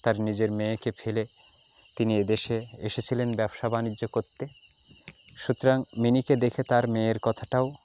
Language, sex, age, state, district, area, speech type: Bengali, male, 45-60, West Bengal, Jalpaiguri, rural, spontaneous